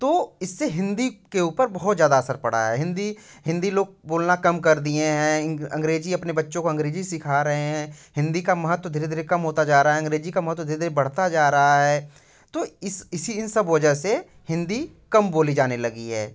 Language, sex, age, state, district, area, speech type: Hindi, male, 18-30, Uttar Pradesh, Prayagraj, urban, spontaneous